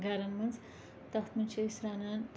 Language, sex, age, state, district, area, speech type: Kashmiri, female, 45-60, Jammu and Kashmir, Srinagar, rural, spontaneous